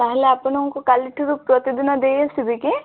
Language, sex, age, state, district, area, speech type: Odia, female, 18-30, Odisha, Malkangiri, urban, conversation